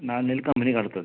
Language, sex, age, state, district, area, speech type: Telugu, male, 45-60, Andhra Pradesh, West Godavari, urban, conversation